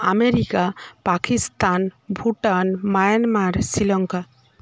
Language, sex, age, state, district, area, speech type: Bengali, female, 60+, West Bengal, Paschim Medinipur, rural, spontaneous